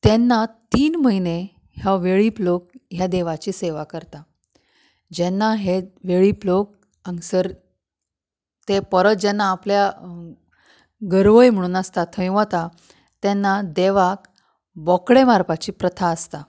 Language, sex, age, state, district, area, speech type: Goan Konkani, female, 30-45, Goa, Canacona, rural, spontaneous